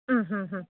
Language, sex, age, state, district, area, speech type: Kannada, female, 45-60, Karnataka, Chitradurga, rural, conversation